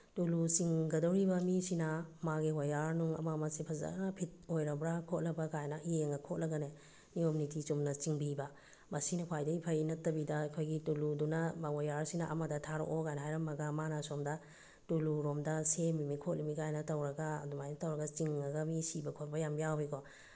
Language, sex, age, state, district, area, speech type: Manipuri, female, 45-60, Manipur, Tengnoupal, urban, spontaneous